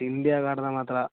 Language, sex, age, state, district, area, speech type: Kannada, male, 18-30, Karnataka, Mandya, rural, conversation